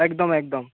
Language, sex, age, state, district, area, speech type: Bengali, male, 30-45, West Bengal, North 24 Parganas, urban, conversation